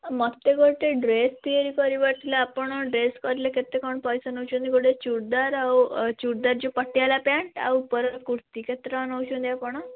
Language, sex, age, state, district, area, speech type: Odia, female, 18-30, Odisha, Cuttack, urban, conversation